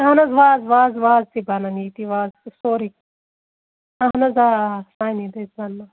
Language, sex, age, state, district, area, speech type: Kashmiri, female, 30-45, Jammu and Kashmir, Ganderbal, rural, conversation